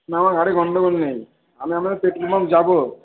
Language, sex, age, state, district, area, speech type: Bengali, male, 30-45, West Bengal, Purba Bardhaman, urban, conversation